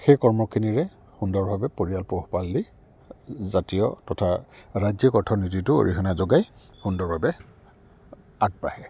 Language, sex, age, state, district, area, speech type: Assamese, male, 45-60, Assam, Goalpara, urban, spontaneous